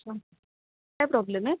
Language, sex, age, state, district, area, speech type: Marathi, female, 18-30, Maharashtra, Osmanabad, rural, conversation